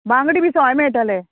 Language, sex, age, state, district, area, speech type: Goan Konkani, female, 45-60, Goa, Murmgao, rural, conversation